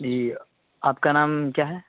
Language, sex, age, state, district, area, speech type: Urdu, male, 18-30, Bihar, Purnia, rural, conversation